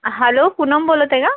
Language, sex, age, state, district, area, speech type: Marathi, female, 30-45, Maharashtra, Yavatmal, rural, conversation